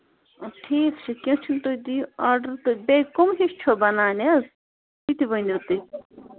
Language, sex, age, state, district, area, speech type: Kashmiri, female, 18-30, Jammu and Kashmir, Bandipora, rural, conversation